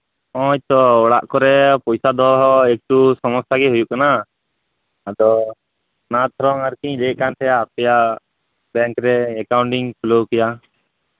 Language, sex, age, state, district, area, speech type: Santali, male, 18-30, West Bengal, Birbhum, rural, conversation